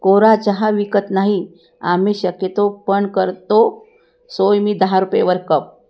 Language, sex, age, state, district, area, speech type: Marathi, female, 60+, Maharashtra, Thane, rural, read